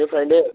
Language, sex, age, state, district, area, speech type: Nepali, male, 18-30, West Bengal, Alipurduar, urban, conversation